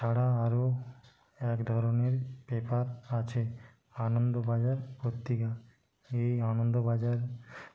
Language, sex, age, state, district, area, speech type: Bengali, male, 45-60, West Bengal, Nadia, rural, spontaneous